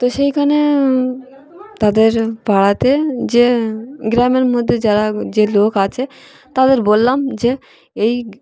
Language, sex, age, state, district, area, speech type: Bengali, female, 18-30, West Bengal, Dakshin Dinajpur, urban, spontaneous